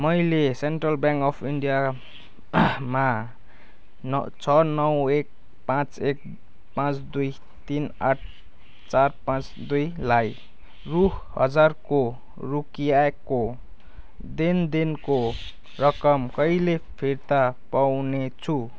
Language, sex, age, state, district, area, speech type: Nepali, male, 18-30, West Bengal, Kalimpong, rural, read